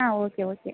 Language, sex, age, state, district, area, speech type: Kannada, female, 30-45, Karnataka, Gadag, rural, conversation